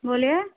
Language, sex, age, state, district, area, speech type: Urdu, female, 30-45, Bihar, Saharsa, rural, conversation